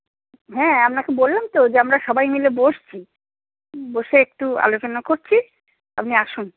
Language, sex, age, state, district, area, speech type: Bengali, female, 60+, West Bengal, Birbhum, urban, conversation